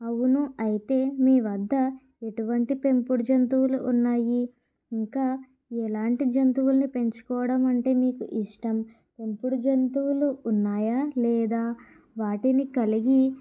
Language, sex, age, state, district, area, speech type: Telugu, female, 30-45, Andhra Pradesh, Kakinada, urban, spontaneous